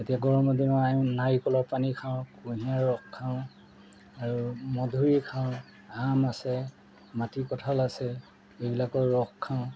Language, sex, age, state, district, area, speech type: Assamese, male, 45-60, Assam, Golaghat, urban, spontaneous